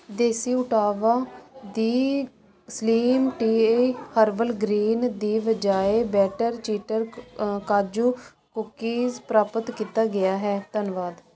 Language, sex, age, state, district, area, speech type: Punjabi, female, 30-45, Punjab, Ludhiana, rural, read